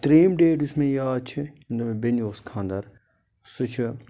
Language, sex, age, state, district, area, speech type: Kashmiri, male, 60+, Jammu and Kashmir, Baramulla, rural, spontaneous